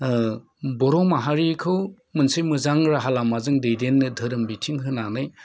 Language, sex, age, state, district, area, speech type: Bodo, male, 45-60, Assam, Udalguri, urban, spontaneous